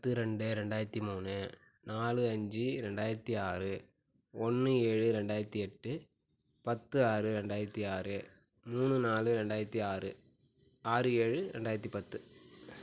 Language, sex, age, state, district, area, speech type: Tamil, male, 30-45, Tamil Nadu, Tiruchirappalli, rural, spontaneous